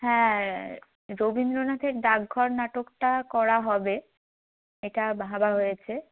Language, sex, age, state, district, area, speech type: Bengali, female, 18-30, West Bengal, North 24 Parganas, rural, conversation